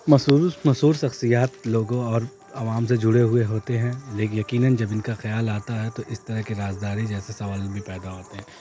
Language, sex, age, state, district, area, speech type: Urdu, male, 18-30, Uttar Pradesh, Azamgarh, urban, spontaneous